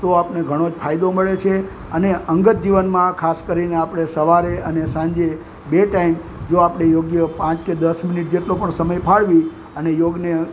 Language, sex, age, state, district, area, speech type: Gujarati, male, 60+, Gujarat, Junagadh, urban, spontaneous